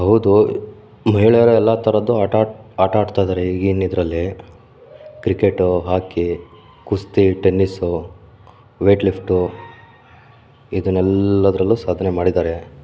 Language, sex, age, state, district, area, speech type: Kannada, male, 18-30, Karnataka, Shimoga, urban, spontaneous